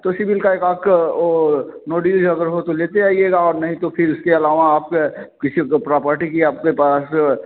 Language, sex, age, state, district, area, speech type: Hindi, male, 45-60, Uttar Pradesh, Bhadohi, urban, conversation